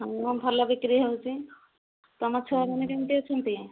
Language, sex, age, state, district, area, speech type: Odia, female, 45-60, Odisha, Angul, rural, conversation